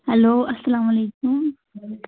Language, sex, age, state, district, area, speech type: Kashmiri, female, 18-30, Jammu and Kashmir, Budgam, rural, conversation